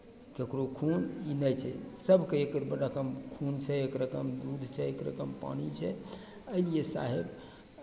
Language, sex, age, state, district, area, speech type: Maithili, male, 60+, Bihar, Begusarai, rural, spontaneous